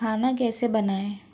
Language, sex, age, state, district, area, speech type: Hindi, female, 45-60, Madhya Pradesh, Bhopal, urban, read